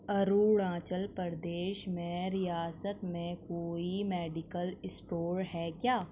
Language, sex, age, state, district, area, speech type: Urdu, female, 45-60, Delhi, Central Delhi, urban, read